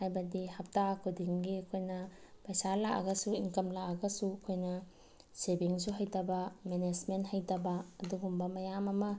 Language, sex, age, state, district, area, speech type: Manipuri, female, 30-45, Manipur, Bishnupur, rural, spontaneous